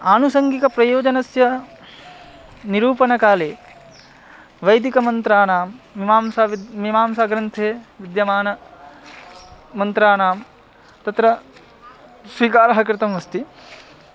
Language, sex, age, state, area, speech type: Sanskrit, male, 18-30, Bihar, rural, spontaneous